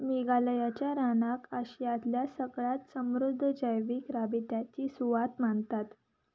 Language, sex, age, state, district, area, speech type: Goan Konkani, female, 18-30, Goa, Salcete, rural, read